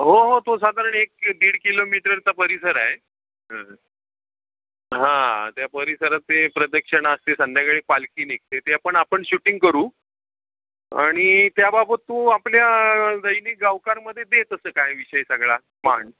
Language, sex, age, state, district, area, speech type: Marathi, male, 45-60, Maharashtra, Ratnagiri, urban, conversation